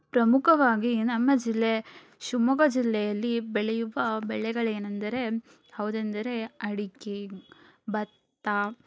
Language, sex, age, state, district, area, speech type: Kannada, female, 18-30, Karnataka, Shimoga, rural, spontaneous